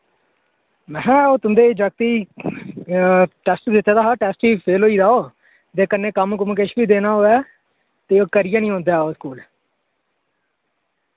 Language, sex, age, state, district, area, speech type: Dogri, male, 18-30, Jammu and Kashmir, Reasi, rural, conversation